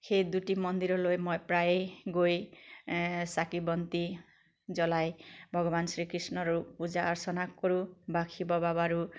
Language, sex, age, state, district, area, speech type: Assamese, female, 45-60, Assam, Biswanath, rural, spontaneous